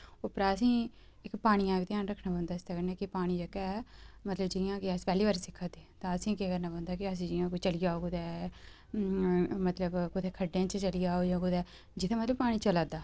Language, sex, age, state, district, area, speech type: Dogri, female, 30-45, Jammu and Kashmir, Udhampur, urban, spontaneous